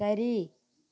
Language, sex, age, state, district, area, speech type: Tamil, female, 45-60, Tamil Nadu, Tiruvannamalai, rural, read